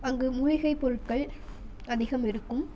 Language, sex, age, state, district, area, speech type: Tamil, female, 18-30, Tamil Nadu, Namakkal, rural, spontaneous